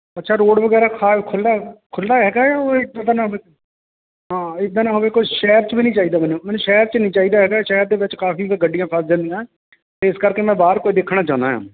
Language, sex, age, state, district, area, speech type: Punjabi, male, 45-60, Punjab, Shaheed Bhagat Singh Nagar, urban, conversation